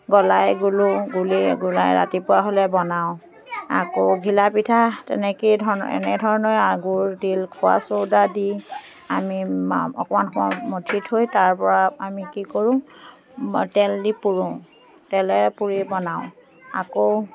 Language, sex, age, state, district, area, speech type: Assamese, female, 45-60, Assam, Biswanath, rural, spontaneous